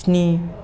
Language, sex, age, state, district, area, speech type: Bodo, male, 18-30, Assam, Chirang, rural, read